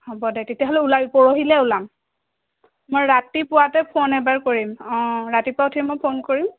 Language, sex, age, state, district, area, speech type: Assamese, female, 18-30, Assam, Sonitpur, urban, conversation